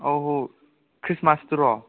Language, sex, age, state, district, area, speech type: Manipuri, male, 18-30, Manipur, Chandel, rural, conversation